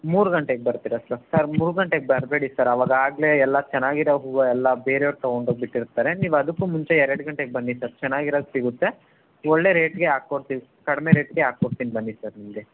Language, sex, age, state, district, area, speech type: Kannada, male, 18-30, Karnataka, Chikkaballapur, urban, conversation